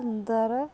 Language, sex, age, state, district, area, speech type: Odia, female, 45-60, Odisha, Jagatsinghpur, rural, spontaneous